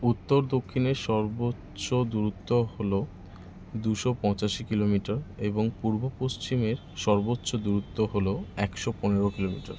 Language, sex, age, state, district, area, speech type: Bengali, male, 30-45, West Bengal, Kolkata, urban, read